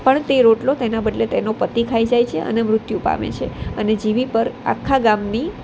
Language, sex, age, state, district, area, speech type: Gujarati, female, 18-30, Gujarat, Anand, urban, spontaneous